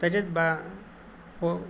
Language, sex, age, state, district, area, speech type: Marathi, male, 60+, Maharashtra, Nanded, urban, spontaneous